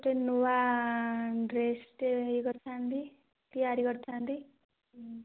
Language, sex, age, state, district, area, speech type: Odia, female, 18-30, Odisha, Nayagarh, rural, conversation